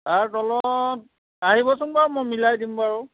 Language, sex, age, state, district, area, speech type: Assamese, male, 45-60, Assam, Biswanath, rural, conversation